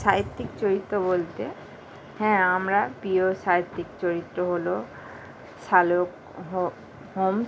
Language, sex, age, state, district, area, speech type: Bengali, female, 30-45, West Bengal, Kolkata, urban, spontaneous